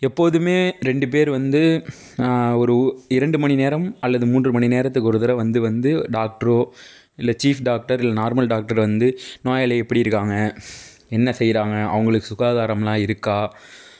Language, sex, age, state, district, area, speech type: Tamil, male, 60+, Tamil Nadu, Tiruvarur, urban, spontaneous